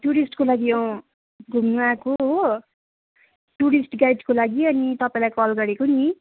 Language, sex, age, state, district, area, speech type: Nepali, female, 18-30, West Bengal, Kalimpong, rural, conversation